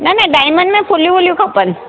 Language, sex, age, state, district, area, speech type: Sindhi, female, 45-60, Maharashtra, Mumbai Suburban, urban, conversation